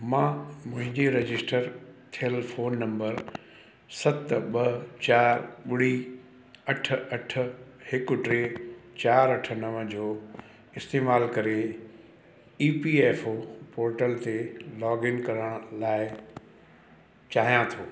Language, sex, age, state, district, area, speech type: Sindhi, male, 60+, Uttar Pradesh, Lucknow, urban, read